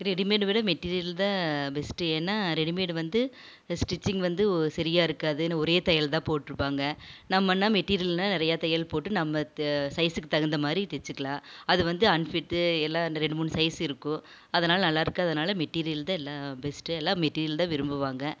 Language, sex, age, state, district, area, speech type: Tamil, female, 45-60, Tamil Nadu, Erode, rural, spontaneous